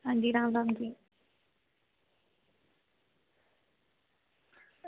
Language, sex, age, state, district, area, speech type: Dogri, female, 18-30, Jammu and Kashmir, Samba, rural, conversation